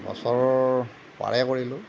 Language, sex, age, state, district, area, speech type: Assamese, male, 60+, Assam, Darrang, rural, spontaneous